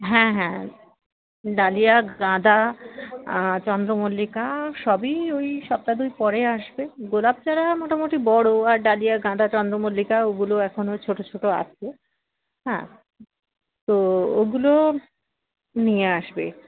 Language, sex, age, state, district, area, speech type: Bengali, female, 30-45, West Bengal, Dakshin Dinajpur, urban, conversation